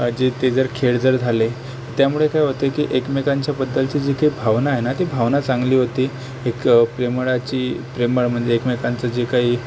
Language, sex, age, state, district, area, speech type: Marathi, male, 30-45, Maharashtra, Akola, rural, spontaneous